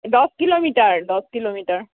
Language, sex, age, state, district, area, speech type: Assamese, female, 60+, Assam, Barpeta, rural, conversation